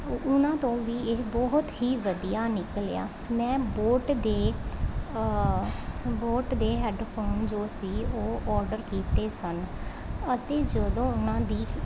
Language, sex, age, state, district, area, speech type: Punjabi, female, 18-30, Punjab, Pathankot, rural, spontaneous